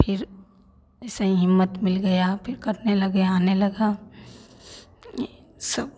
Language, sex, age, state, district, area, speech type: Hindi, female, 18-30, Bihar, Samastipur, urban, spontaneous